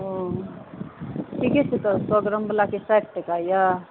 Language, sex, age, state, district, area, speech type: Maithili, female, 60+, Bihar, Supaul, rural, conversation